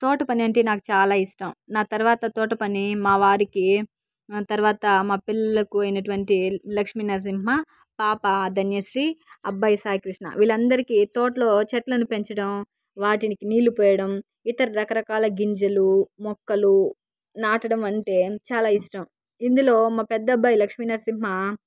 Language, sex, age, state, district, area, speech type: Telugu, female, 18-30, Andhra Pradesh, Sri Balaji, rural, spontaneous